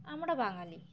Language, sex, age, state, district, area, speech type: Bengali, female, 18-30, West Bengal, Dakshin Dinajpur, urban, spontaneous